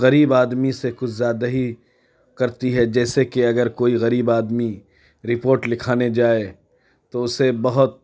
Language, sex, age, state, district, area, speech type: Urdu, male, 45-60, Uttar Pradesh, Lucknow, urban, spontaneous